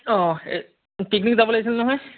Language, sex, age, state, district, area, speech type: Assamese, male, 18-30, Assam, Biswanath, rural, conversation